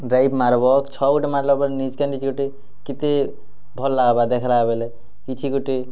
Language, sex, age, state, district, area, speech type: Odia, male, 18-30, Odisha, Kalahandi, rural, spontaneous